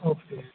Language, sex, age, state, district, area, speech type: Gujarati, male, 18-30, Gujarat, Ahmedabad, urban, conversation